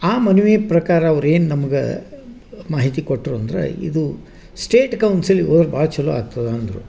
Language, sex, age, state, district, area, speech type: Kannada, male, 60+, Karnataka, Dharwad, rural, spontaneous